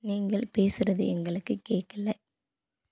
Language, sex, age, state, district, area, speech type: Tamil, female, 18-30, Tamil Nadu, Dharmapuri, rural, read